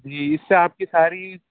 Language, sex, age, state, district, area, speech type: Urdu, male, 18-30, Uttar Pradesh, Rampur, urban, conversation